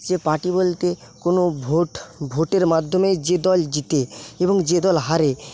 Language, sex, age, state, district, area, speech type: Bengali, male, 18-30, West Bengal, Paschim Medinipur, rural, spontaneous